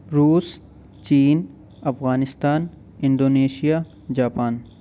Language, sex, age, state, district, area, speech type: Urdu, male, 18-30, Uttar Pradesh, Aligarh, urban, spontaneous